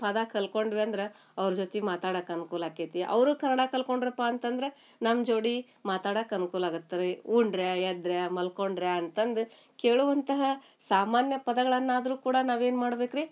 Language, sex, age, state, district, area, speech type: Kannada, female, 45-60, Karnataka, Gadag, rural, spontaneous